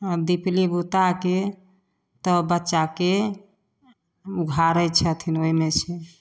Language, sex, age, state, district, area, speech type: Maithili, female, 45-60, Bihar, Samastipur, rural, spontaneous